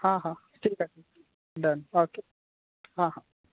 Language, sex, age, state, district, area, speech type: Sindhi, male, 18-30, Gujarat, Kutch, urban, conversation